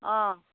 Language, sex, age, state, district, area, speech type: Bodo, female, 60+, Assam, Baksa, rural, conversation